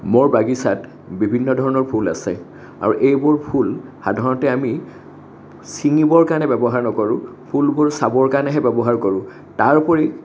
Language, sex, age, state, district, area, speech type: Assamese, male, 60+, Assam, Kamrup Metropolitan, urban, spontaneous